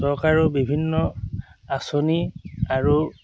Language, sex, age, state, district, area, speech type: Assamese, male, 30-45, Assam, Dhemaji, rural, spontaneous